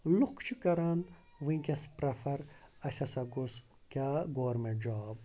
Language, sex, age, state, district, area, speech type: Kashmiri, male, 45-60, Jammu and Kashmir, Srinagar, urban, spontaneous